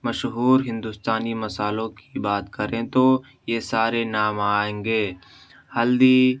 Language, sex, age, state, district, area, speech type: Urdu, male, 18-30, Uttar Pradesh, Siddharthnagar, rural, spontaneous